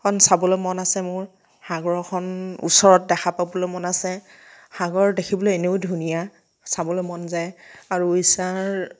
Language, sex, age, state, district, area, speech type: Assamese, female, 30-45, Assam, Nagaon, rural, spontaneous